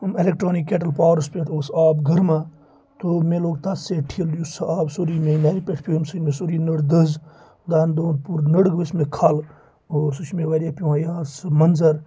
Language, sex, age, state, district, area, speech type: Kashmiri, male, 30-45, Jammu and Kashmir, Kupwara, rural, spontaneous